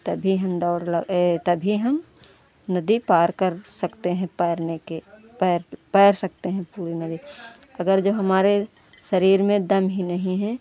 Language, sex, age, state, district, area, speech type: Hindi, female, 45-60, Uttar Pradesh, Lucknow, rural, spontaneous